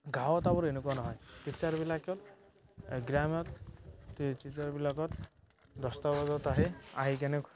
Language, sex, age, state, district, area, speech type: Assamese, male, 18-30, Assam, Barpeta, rural, spontaneous